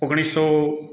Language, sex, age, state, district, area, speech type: Gujarati, male, 45-60, Gujarat, Amreli, rural, spontaneous